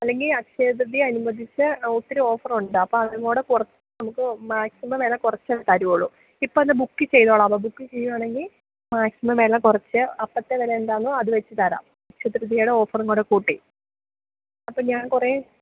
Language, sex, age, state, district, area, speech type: Malayalam, female, 30-45, Kerala, Idukki, rural, conversation